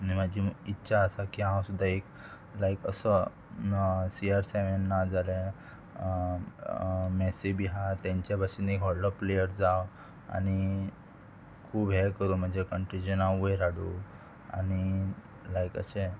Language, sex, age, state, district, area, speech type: Goan Konkani, male, 18-30, Goa, Murmgao, urban, spontaneous